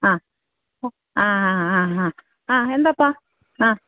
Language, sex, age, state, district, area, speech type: Malayalam, female, 45-60, Kerala, Kasaragod, rural, conversation